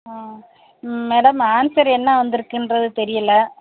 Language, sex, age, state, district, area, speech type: Tamil, female, 45-60, Tamil Nadu, Perambalur, rural, conversation